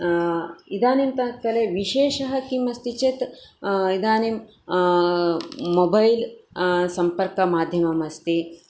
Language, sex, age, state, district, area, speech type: Sanskrit, female, 45-60, Karnataka, Dakshina Kannada, urban, spontaneous